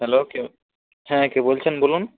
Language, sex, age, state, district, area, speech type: Bengali, male, 18-30, West Bengal, Nadia, rural, conversation